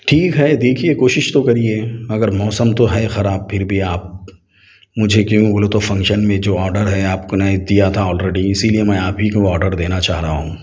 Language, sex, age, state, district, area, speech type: Urdu, male, 45-60, Telangana, Hyderabad, urban, spontaneous